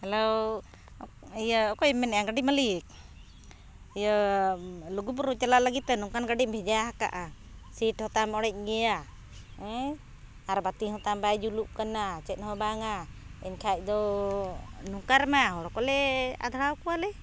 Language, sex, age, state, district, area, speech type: Santali, female, 45-60, Jharkhand, Seraikela Kharsawan, rural, spontaneous